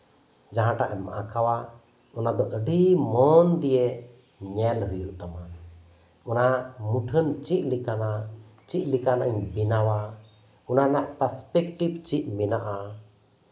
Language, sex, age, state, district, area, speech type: Santali, male, 45-60, West Bengal, Birbhum, rural, spontaneous